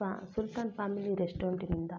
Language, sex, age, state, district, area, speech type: Kannada, female, 18-30, Karnataka, Chitradurga, rural, spontaneous